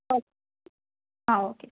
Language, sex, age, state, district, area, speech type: Tamil, female, 18-30, Tamil Nadu, Kanyakumari, rural, conversation